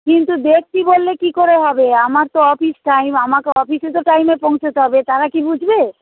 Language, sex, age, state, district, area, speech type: Bengali, female, 45-60, West Bengal, Hooghly, rural, conversation